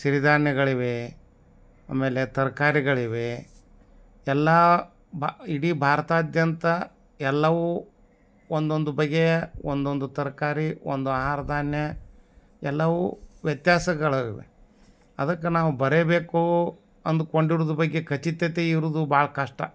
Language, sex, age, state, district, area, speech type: Kannada, male, 60+, Karnataka, Bagalkot, rural, spontaneous